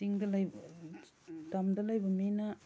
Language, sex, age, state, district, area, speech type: Manipuri, female, 45-60, Manipur, Imphal East, rural, spontaneous